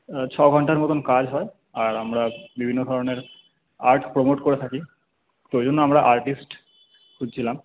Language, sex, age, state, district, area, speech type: Bengali, male, 30-45, West Bengal, Paschim Bardhaman, urban, conversation